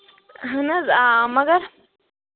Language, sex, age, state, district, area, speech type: Kashmiri, female, 18-30, Jammu and Kashmir, Anantnag, rural, conversation